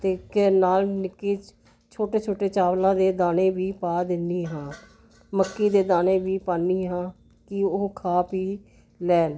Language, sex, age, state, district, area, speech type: Punjabi, female, 60+, Punjab, Jalandhar, urban, spontaneous